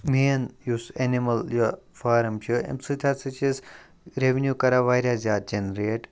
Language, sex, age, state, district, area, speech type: Kashmiri, male, 30-45, Jammu and Kashmir, Kupwara, rural, spontaneous